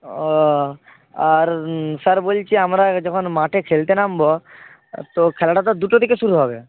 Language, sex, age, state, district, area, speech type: Bengali, male, 18-30, West Bengal, Nadia, rural, conversation